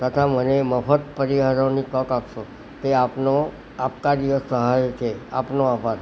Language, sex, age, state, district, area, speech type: Gujarati, male, 60+, Gujarat, Kheda, rural, spontaneous